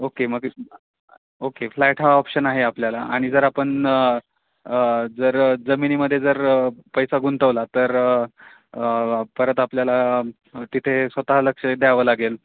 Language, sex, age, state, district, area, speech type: Marathi, male, 18-30, Maharashtra, Nanded, rural, conversation